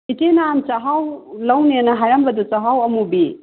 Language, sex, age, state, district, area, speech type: Manipuri, female, 45-60, Manipur, Kakching, rural, conversation